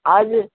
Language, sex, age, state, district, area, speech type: Nepali, female, 18-30, West Bengal, Alipurduar, urban, conversation